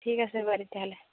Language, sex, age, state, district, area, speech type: Assamese, female, 45-60, Assam, Dibrugarh, rural, conversation